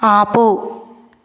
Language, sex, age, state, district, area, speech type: Telugu, female, 18-30, Andhra Pradesh, Palnadu, rural, read